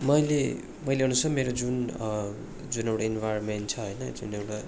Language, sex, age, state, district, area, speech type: Nepali, male, 30-45, West Bengal, Darjeeling, rural, spontaneous